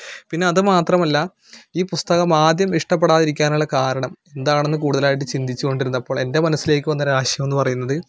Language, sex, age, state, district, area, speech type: Malayalam, male, 18-30, Kerala, Malappuram, rural, spontaneous